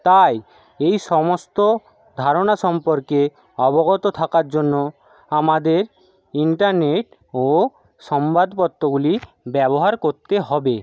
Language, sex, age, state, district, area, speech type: Bengali, male, 60+, West Bengal, Jhargram, rural, spontaneous